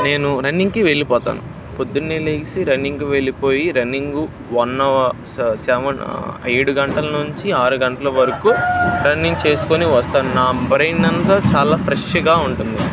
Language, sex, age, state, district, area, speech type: Telugu, male, 18-30, Andhra Pradesh, Bapatla, rural, spontaneous